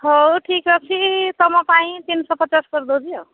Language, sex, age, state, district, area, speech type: Odia, female, 45-60, Odisha, Angul, rural, conversation